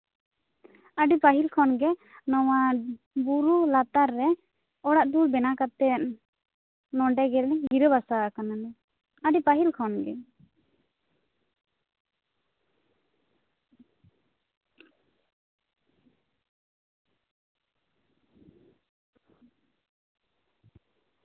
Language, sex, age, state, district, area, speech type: Santali, female, 18-30, West Bengal, Bankura, rural, conversation